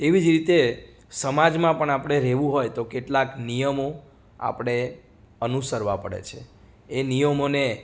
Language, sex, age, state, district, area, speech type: Gujarati, male, 30-45, Gujarat, Rajkot, rural, spontaneous